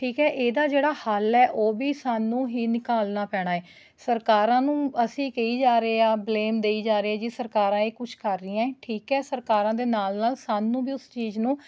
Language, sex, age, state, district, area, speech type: Punjabi, female, 30-45, Punjab, Rupnagar, urban, spontaneous